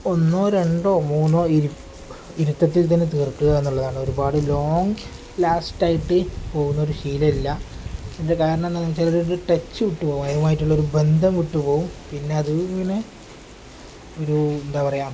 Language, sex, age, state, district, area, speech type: Malayalam, male, 18-30, Kerala, Kozhikode, rural, spontaneous